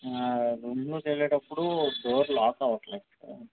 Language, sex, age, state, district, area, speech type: Telugu, male, 60+, Andhra Pradesh, Vizianagaram, rural, conversation